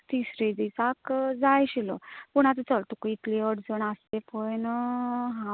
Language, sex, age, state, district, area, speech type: Goan Konkani, female, 30-45, Goa, Canacona, rural, conversation